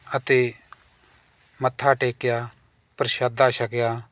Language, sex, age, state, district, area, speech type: Punjabi, male, 45-60, Punjab, Jalandhar, urban, spontaneous